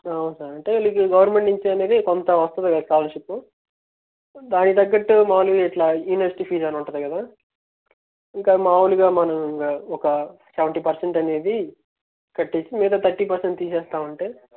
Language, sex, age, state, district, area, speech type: Telugu, male, 18-30, Andhra Pradesh, Guntur, urban, conversation